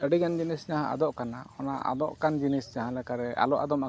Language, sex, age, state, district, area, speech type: Santali, male, 45-60, Odisha, Mayurbhanj, rural, spontaneous